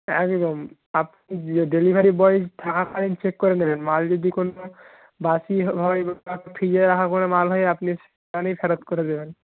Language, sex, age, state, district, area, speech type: Bengali, male, 45-60, West Bengal, Nadia, rural, conversation